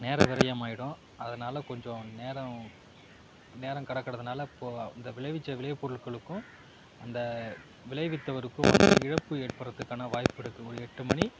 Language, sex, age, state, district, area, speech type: Tamil, male, 45-60, Tamil Nadu, Mayiladuthurai, rural, spontaneous